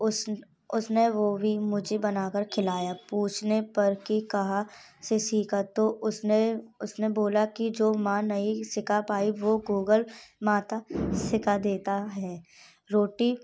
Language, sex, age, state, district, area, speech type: Hindi, female, 18-30, Madhya Pradesh, Gwalior, rural, spontaneous